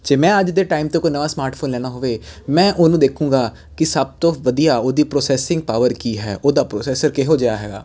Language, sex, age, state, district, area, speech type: Punjabi, male, 18-30, Punjab, Jalandhar, urban, spontaneous